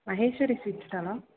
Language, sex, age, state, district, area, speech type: Tamil, female, 18-30, Tamil Nadu, Perambalur, rural, conversation